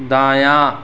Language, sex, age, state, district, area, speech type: Urdu, male, 30-45, Uttar Pradesh, Saharanpur, urban, read